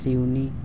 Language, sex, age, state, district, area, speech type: Urdu, male, 18-30, Delhi, South Delhi, urban, spontaneous